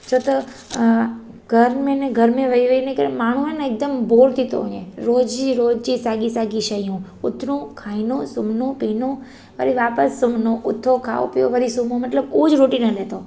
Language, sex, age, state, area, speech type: Sindhi, female, 30-45, Gujarat, urban, spontaneous